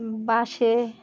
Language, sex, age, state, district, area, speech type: Bengali, female, 60+, West Bengal, Birbhum, urban, spontaneous